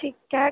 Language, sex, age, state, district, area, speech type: Dogri, female, 18-30, Jammu and Kashmir, Kathua, rural, conversation